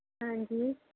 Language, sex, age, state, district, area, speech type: Punjabi, female, 45-60, Punjab, Mohali, rural, conversation